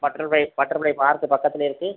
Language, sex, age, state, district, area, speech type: Tamil, male, 60+, Tamil Nadu, Pudukkottai, rural, conversation